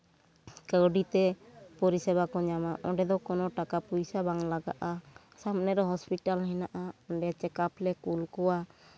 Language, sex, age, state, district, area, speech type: Santali, female, 45-60, West Bengal, Bankura, rural, spontaneous